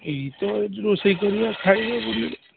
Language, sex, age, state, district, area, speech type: Odia, male, 45-60, Odisha, Balasore, rural, conversation